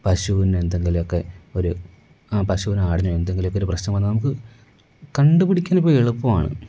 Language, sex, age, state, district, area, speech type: Malayalam, male, 18-30, Kerala, Kollam, rural, spontaneous